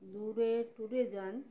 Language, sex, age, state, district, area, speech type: Bengali, female, 45-60, West Bengal, Uttar Dinajpur, urban, spontaneous